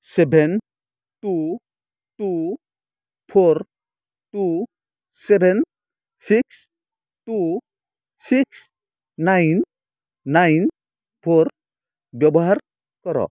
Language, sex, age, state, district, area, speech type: Odia, male, 30-45, Odisha, Kendrapara, urban, read